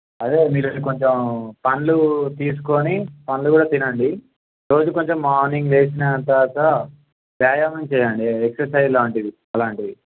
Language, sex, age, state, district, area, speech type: Telugu, male, 18-30, Telangana, Peddapalli, urban, conversation